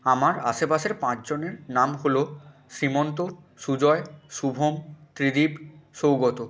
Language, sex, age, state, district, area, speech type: Bengali, male, 18-30, West Bengal, Purba Medinipur, rural, spontaneous